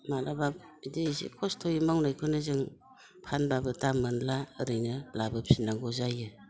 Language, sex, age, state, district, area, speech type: Bodo, female, 60+, Assam, Udalguri, rural, spontaneous